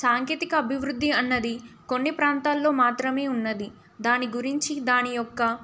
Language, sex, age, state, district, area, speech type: Telugu, female, 18-30, Telangana, Ranga Reddy, urban, spontaneous